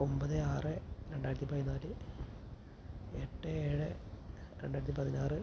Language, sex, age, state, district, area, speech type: Malayalam, male, 30-45, Kerala, Palakkad, urban, spontaneous